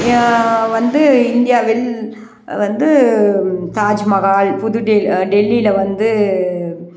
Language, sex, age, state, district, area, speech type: Tamil, female, 60+, Tamil Nadu, Krishnagiri, rural, spontaneous